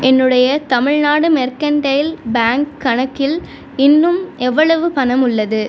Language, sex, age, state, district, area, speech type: Tamil, female, 18-30, Tamil Nadu, Pudukkottai, rural, read